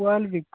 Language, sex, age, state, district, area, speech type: Hindi, male, 18-30, Bihar, Vaishali, rural, conversation